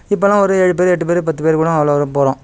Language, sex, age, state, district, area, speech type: Tamil, male, 45-60, Tamil Nadu, Kallakurichi, rural, spontaneous